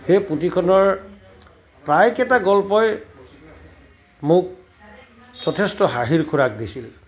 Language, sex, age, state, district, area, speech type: Assamese, male, 45-60, Assam, Charaideo, urban, spontaneous